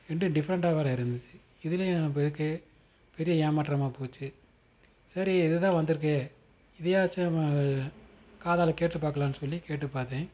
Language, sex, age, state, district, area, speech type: Tamil, male, 30-45, Tamil Nadu, Madurai, urban, spontaneous